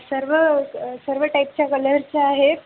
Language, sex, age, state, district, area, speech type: Marathi, female, 18-30, Maharashtra, Nanded, rural, conversation